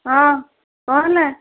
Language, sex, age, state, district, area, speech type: Odia, female, 18-30, Odisha, Dhenkanal, rural, conversation